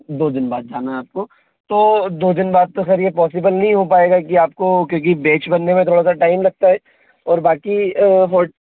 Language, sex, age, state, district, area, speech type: Hindi, male, 18-30, Madhya Pradesh, Bhopal, urban, conversation